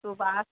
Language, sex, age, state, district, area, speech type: Hindi, female, 30-45, Uttar Pradesh, Jaunpur, rural, conversation